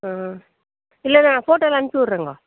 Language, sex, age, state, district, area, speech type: Tamil, female, 60+, Tamil Nadu, Chengalpattu, rural, conversation